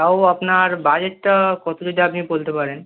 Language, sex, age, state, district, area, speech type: Bengali, male, 18-30, West Bengal, North 24 Parganas, urban, conversation